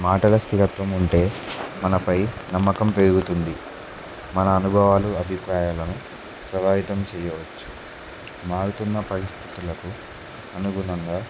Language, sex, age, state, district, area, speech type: Telugu, male, 18-30, Telangana, Kamareddy, urban, spontaneous